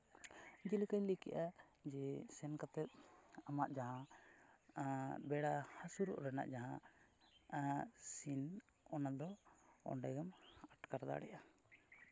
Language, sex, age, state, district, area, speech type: Santali, male, 18-30, West Bengal, Jhargram, rural, spontaneous